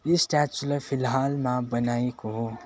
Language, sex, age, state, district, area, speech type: Nepali, male, 18-30, West Bengal, Darjeeling, urban, spontaneous